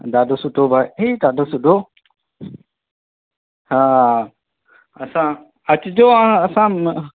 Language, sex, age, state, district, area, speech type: Sindhi, male, 30-45, Uttar Pradesh, Lucknow, urban, conversation